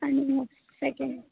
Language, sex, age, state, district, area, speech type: Marathi, female, 18-30, Maharashtra, Nagpur, urban, conversation